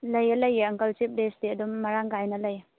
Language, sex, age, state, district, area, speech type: Manipuri, female, 18-30, Manipur, Churachandpur, rural, conversation